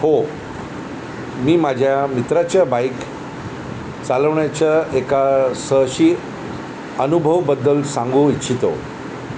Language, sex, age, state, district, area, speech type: Marathi, male, 45-60, Maharashtra, Thane, rural, spontaneous